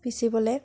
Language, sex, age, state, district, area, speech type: Assamese, female, 18-30, Assam, Biswanath, rural, spontaneous